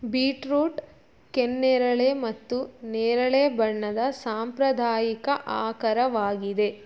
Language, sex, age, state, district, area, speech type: Kannada, female, 30-45, Karnataka, Chitradurga, rural, read